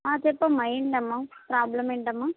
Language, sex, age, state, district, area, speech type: Telugu, female, 30-45, Andhra Pradesh, Palnadu, urban, conversation